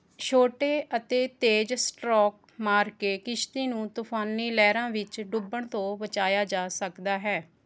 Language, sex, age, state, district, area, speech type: Punjabi, female, 30-45, Punjab, Rupnagar, rural, read